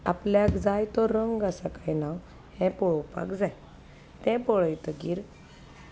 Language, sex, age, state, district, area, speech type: Goan Konkani, female, 30-45, Goa, Salcete, rural, spontaneous